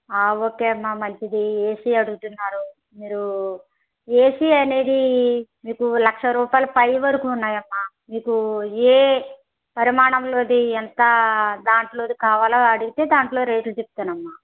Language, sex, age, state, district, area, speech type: Telugu, female, 60+, Andhra Pradesh, East Godavari, rural, conversation